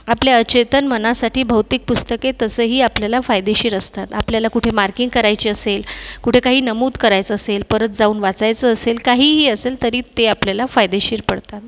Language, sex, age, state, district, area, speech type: Marathi, female, 30-45, Maharashtra, Buldhana, urban, spontaneous